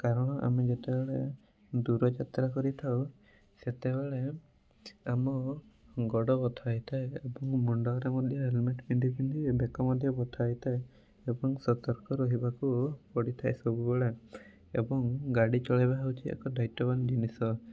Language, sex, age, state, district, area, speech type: Odia, male, 18-30, Odisha, Mayurbhanj, rural, spontaneous